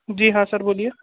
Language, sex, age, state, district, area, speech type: Hindi, male, 18-30, Rajasthan, Bharatpur, urban, conversation